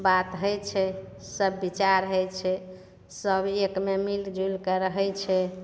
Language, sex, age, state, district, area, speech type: Maithili, female, 60+, Bihar, Madhepura, rural, spontaneous